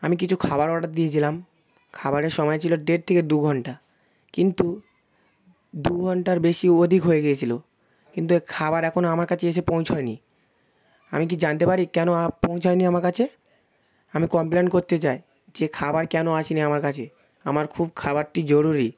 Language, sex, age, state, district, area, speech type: Bengali, male, 18-30, West Bengal, South 24 Parganas, rural, spontaneous